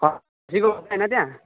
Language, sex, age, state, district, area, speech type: Nepali, male, 30-45, West Bengal, Jalpaiguri, urban, conversation